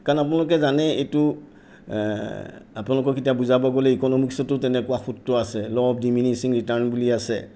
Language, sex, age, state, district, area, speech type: Assamese, male, 60+, Assam, Sonitpur, urban, spontaneous